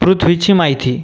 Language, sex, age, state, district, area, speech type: Marathi, male, 18-30, Maharashtra, Buldhana, rural, read